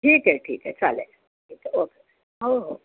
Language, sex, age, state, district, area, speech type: Marathi, female, 60+, Maharashtra, Yavatmal, urban, conversation